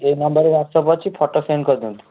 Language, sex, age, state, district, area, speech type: Odia, male, 18-30, Odisha, Kendrapara, urban, conversation